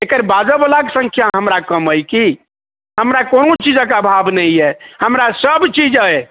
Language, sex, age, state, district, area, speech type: Maithili, male, 60+, Bihar, Saharsa, rural, conversation